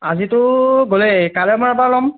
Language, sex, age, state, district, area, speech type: Assamese, male, 18-30, Assam, Golaghat, urban, conversation